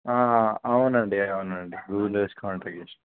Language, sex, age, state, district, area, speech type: Telugu, male, 18-30, Telangana, Kamareddy, urban, conversation